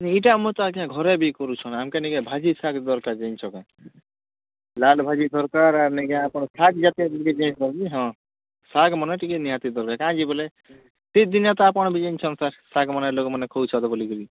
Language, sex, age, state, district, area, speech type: Odia, male, 18-30, Odisha, Kalahandi, rural, conversation